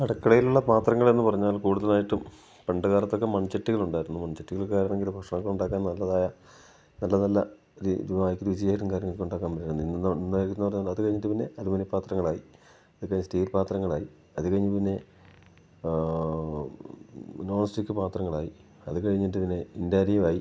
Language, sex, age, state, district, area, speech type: Malayalam, male, 45-60, Kerala, Idukki, rural, spontaneous